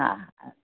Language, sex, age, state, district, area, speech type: Sindhi, female, 60+, Rajasthan, Ajmer, urban, conversation